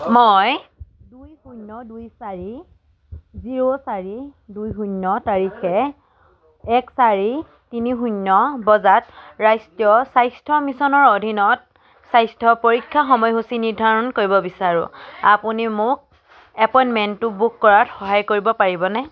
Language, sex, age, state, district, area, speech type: Assamese, female, 18-30, Assam, Charaideo, rural, read